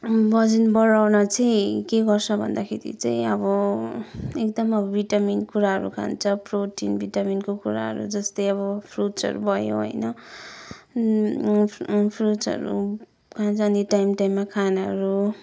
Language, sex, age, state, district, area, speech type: Nepali, male, 60+, West Bengal, Kalimpong, rural, spontaneous